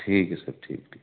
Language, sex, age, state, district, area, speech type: Urdu, male, 60+, Delhi, South Delhi, urban, conversation